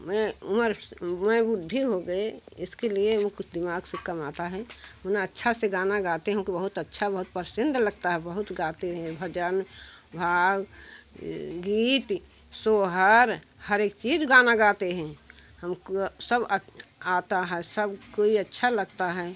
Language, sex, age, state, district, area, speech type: Hindi, female, 60+, Uttar Pradesh, Jaunpur, rural, spontaneous